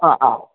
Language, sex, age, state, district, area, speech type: Malayalam, male, 18-30, Kerala, Idukki, rural, conversation